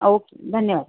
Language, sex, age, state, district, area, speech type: Marathi, female, 45-60, Maharashtra, Thane, rural, conversation